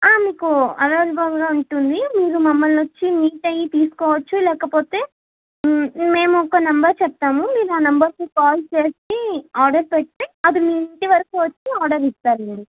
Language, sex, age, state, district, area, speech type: Telugu, female, 18-30, Telangana, Mancherial, rural, conversation